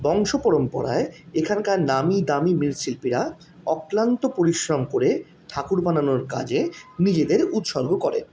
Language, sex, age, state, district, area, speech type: Bengali, male, 30-45, West Bengal, Paschim Bardhaman, urban, spontaneous